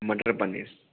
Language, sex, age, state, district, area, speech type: Hindi, male, 18-30, Madhya Pradesh, Bhopal, urban, conversation